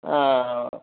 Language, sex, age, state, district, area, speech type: Tamil, male, 45-60, Tamil Nadu, Sivaganga, rural, conversation